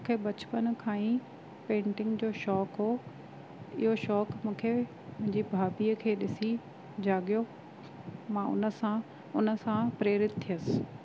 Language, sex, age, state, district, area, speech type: Sindhi, female, 45-60, Rajasthan, Ajmer, urban, spontaneous